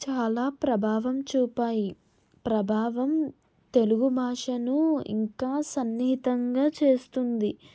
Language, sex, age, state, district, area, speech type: Telugu, female, 18-30, Andhra Pradesh, N T Rama Rao, urban, spontaneous